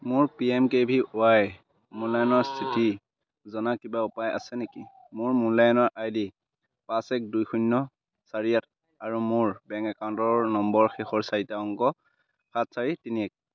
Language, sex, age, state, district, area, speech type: Assamese, male, 18-30, Assam, Majuli, urban, read